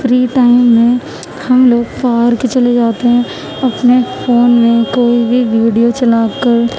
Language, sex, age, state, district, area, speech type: Urdu, female, 18-30, Uttar Pradesh, Gautam Buddha Nagar, rural, spontaneous